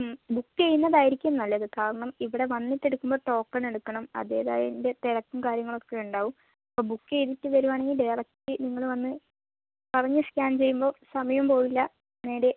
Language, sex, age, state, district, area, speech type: Malayalam, female, 45-60, Kerala, Kozhikode, urban, conversation